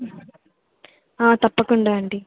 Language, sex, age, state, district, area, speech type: Telugu, female, 18-30, Telangana, Nalgonda, urban, conversation